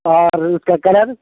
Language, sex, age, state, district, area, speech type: Urdu, male, 18-30, Bihar, Purnia, rural, conversation